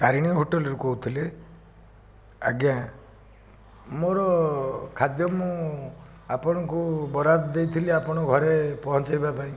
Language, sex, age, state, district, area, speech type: Odia, male, 60+, Odisha, Jajpur, rural, spontaneous